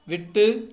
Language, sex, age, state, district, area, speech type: Tamil, male, 45-60, Tamil Nadu, Tiruppur, rural, read